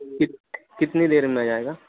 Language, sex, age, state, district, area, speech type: Hindi, male, 30-45, Madhya Pradesh, Hoshangabad, rural, conversation